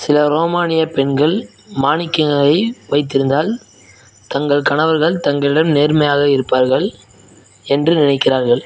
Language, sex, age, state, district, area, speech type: Tamil, male, 18-30, Tamil Nadu, Madurai, rural, read